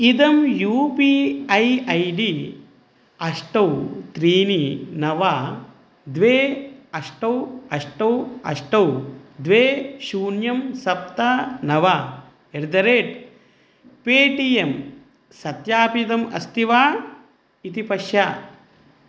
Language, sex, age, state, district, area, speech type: Sanskrit, male, 30-45, Telangana, Medak, rural, read